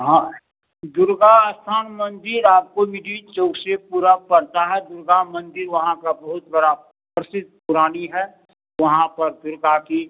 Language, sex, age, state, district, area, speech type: Hindi, male, 60+, Bihar, Madhepura, rural, conversation